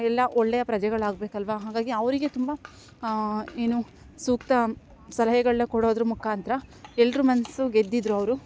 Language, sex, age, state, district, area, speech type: Kannada, female, 18-30, Karnataka, Chikkamagaluru, rural, spontaneous